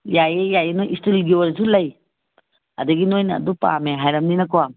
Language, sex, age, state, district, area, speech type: Manipuri, female, 45-60, Manipur, Kangpokpi, urban, conversation